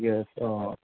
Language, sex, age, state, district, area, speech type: Assamese, male, 30-45, Assam, Dibrugarh, urban, conversation